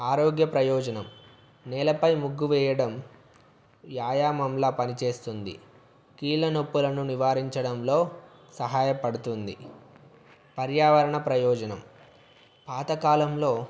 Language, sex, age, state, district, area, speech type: Telugu, male, 18-30, Telangana, Wanaparthy, urban, spontaneous